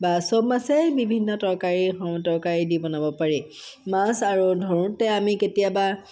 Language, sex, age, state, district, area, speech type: Assamese, female, 45-60, Assam, Sivasagar, rural, spontaneous